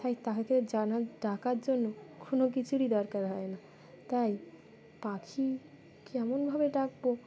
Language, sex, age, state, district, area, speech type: Bengali, female, 18-30, West Bengal, Birbhum, urban, spontaneous